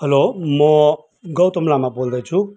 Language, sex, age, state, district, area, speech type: Nepali, male, 45-60, West Bengal, Kalimpong, rural, spontaneous